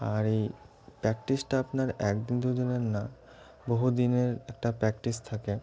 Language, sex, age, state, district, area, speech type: Bengali, male, 18-30, West Bengal, Murshidabad, urban, spontaneous